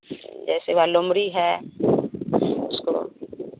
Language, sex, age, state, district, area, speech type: Hindi, female, 30-45, Bihar, Vaishali, rural, conversation